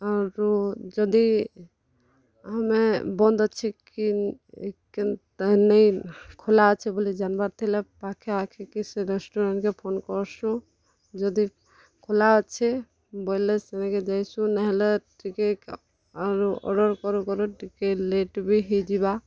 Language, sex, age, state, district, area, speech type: Odia, female, 18-30, Odisha, Kalahandi, rural, spontaneous